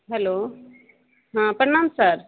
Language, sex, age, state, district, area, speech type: Maithili, female, 30-45, Bihar, Madhepura, urban, conversation